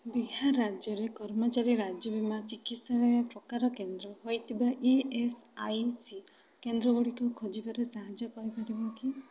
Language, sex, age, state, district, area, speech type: Odia, female, 18-30, Odisha, Bhadrak, rural, read